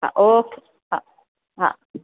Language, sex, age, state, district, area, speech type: Gujarati, female, 45-60, Gujarat, Surat, urban, conversation